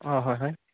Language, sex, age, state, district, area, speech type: Assamese, male, 18-30, Assam, Tinsukia, urban, conversation